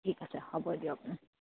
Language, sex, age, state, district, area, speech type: Assamese, female, 30-45, Assam, Dibrugarh, rural, conversation